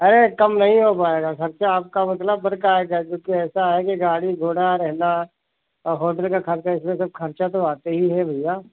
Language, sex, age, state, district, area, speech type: Hindi, male, 30-45, Uttar Pradesh, Sitapur, rural, conversation